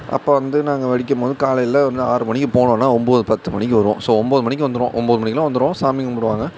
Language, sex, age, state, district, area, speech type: Tamil, male, 18-30, Tamil Nadu, Mayiladuthurai, urban, spontaneous